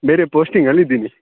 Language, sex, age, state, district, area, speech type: Kannada, male, 18-30, Karnataka, Uttara Kannada, rural, conversation